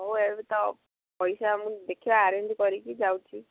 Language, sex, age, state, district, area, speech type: Odia, female, 18-30, Odisha, Ganjam, urban, conversation